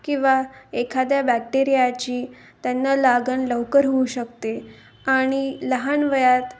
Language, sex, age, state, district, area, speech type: Marathi, female, 18-30, Maharashtra, Osmanabad, rural, spontaneous